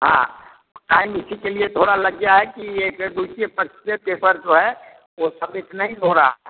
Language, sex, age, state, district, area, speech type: Hindi, male, 60+, Bihar, Vaishali, rural, conversation